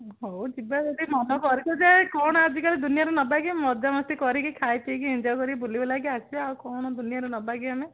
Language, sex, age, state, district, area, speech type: Odia, female, 60+, Odisha, Jharsuguda, rural, conversation